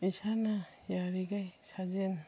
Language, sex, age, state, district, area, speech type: Manipuri, female, 45-60, Manipur, Imphal East, rural, spontaneous